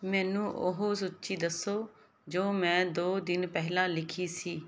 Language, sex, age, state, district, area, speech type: Punjabi, female, 30-45, Punjab, Fazilka, rural, read